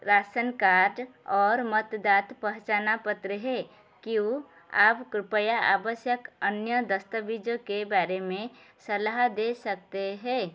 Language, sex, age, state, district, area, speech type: Hindi, female, 45-60, Madhya Pradesh, Chhindwara, rural, read